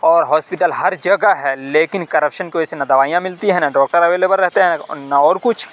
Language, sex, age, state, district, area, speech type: Urdu, male, 45-60, Uttar Pradesh, Aligarh, rural, spontaneous